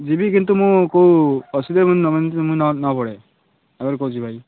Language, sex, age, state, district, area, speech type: Odia, male, 18-30, Odisha, Malkangiri, urban, conversation